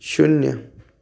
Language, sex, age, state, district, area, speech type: Hindi, male, 30-45, Madhya Pradesh, Ujjain, urban, read